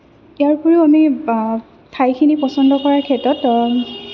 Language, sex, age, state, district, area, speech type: Assamese, female, 18-30, Assam, Kamrup Metropolitan, urban, spontaneous